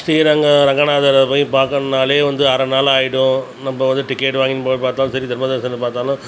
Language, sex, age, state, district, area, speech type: Tamil, male, 45-60, Tamil Nadu, Tiruchirappalli, rural, spontaneous